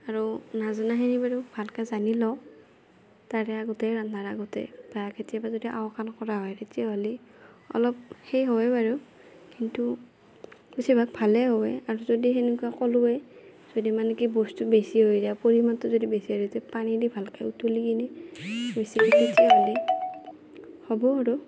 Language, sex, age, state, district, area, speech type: Assamese, female, 18-30, Assam, Darrang, rural, spontaneous